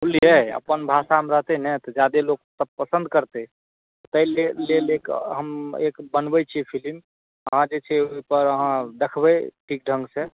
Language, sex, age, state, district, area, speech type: Maithili, male, 18-30, Bihar, Saharsa, rural, conversation